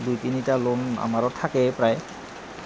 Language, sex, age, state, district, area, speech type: Assamese, male, 30-45, Assam, Goalpara, urban, spontaneous